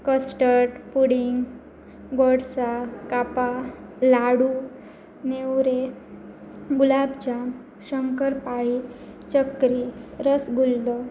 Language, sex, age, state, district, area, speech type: Goan Konkani, female, 18-30, Goa, Pernem, rural, spontaneous